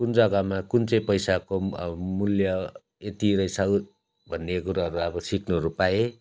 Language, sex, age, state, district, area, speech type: Nepali, male, 30-45, West Bengal, Darjeeling, rural, spontaneous